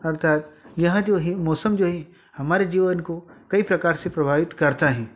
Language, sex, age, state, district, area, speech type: Hindi, male, 18-30, Madhya Pradesh, Ujjain, rural, spontaneous